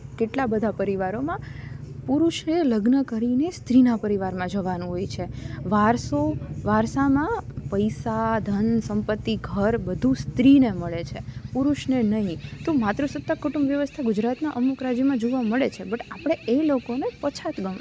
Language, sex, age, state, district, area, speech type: Gujarati, female, 18-30, Gujarat, Rajkot, urban, spontaneous